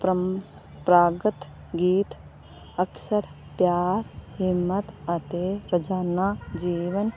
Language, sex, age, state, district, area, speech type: Punjabi, female, 18-30, Punjab, Fazilka, rural, spontaneous